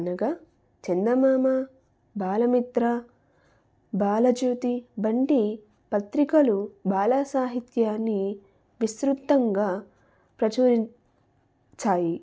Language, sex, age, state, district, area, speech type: Telugu, female, 18-30, Telangana, Wanaparthy, urban, spontaneous